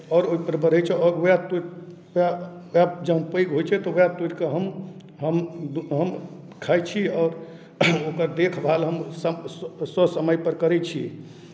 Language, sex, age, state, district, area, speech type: Maithili, male, 30-45, Bihar, Darbhanga, urban, spontaneous